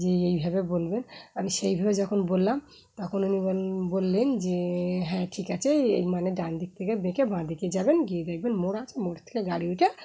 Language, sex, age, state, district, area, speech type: Bengali, female, 30-45, West Bengal, Dakshin Dinajpur, urban, spontaneous